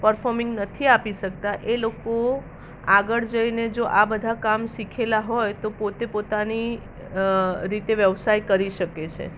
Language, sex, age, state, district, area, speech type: Gujarati, female, 30-45, Gujarat, Ahmedabad, urban, spontaneous